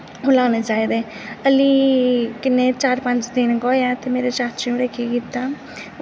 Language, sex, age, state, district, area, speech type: Dogri, female, 18-30, Jammu and Kashmir, Kathua, rural, spontaneous